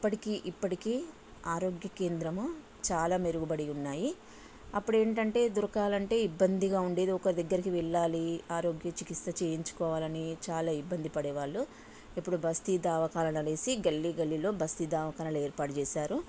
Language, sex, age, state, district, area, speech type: Telugu, female, 45-60, Telangana, Sangareddy, urban, spontaneous